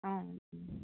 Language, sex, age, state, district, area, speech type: Assamese, female, 30-45, Assam, Tinsukia, urban, conversation